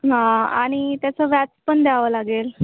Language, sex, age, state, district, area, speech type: Marathi, female, 30-45, Maharashtra, Nagpur, rural, conversation